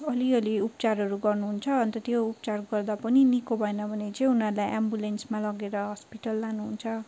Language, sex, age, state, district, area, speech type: Nepali, female, 18-30, West Bengal, Darjeeling, rural, spontaneous